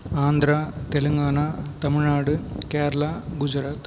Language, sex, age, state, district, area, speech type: Tamil, male, 18-30, Tamil Nadu, Viluppuram, rural, spontaneous